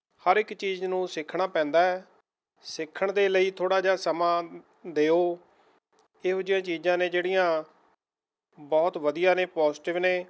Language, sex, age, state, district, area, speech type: Punjabi, male, 30-45, Punjab, Mohali, rural, spontaneous